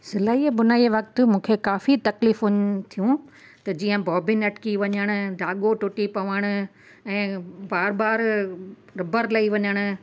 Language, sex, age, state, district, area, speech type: Sindhi, female, 45-60, Gujarat, Kutch, urban, spontaneous